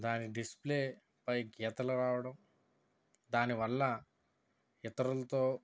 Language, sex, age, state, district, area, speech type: Telugu, male, 60+, Andhra Pradesh, East Godavari, urban, spontaneous